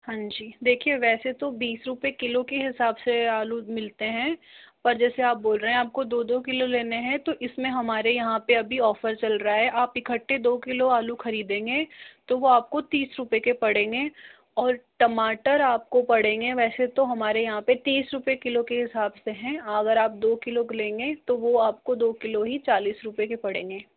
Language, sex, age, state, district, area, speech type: Hindi, male, 60+, Rajasthan, Jaipur, urban, conversation